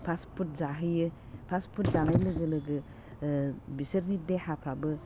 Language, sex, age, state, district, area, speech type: Bodo, female, 45-60, Assam, Udalguri, urban, spontaneous